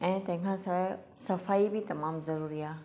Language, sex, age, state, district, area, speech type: Sindhi, female, 45-60, Maharashtra, Thane, urban, spontaneous